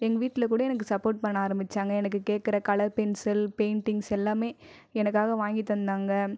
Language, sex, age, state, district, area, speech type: Tamil, female, 18-30, Tamil Nadu, Viluppuram, urban, spontaneous